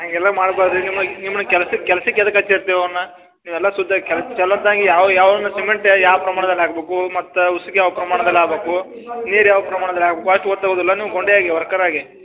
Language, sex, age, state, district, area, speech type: Kannada, male, 30-45, Karnataka, Belgaum, rural, conversation